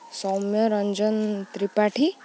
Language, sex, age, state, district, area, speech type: Odia, female, 18-30, Odisha, Jagatsinghpur, rural, spontaneous